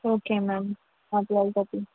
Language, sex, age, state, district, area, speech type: Tamil, female, 18-30, Tamil Nadu, Madurai, urban, conversation